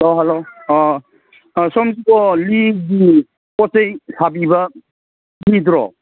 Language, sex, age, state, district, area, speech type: Manipuri, male, 45-60, Manipur, Kangpokpi, urban, conversation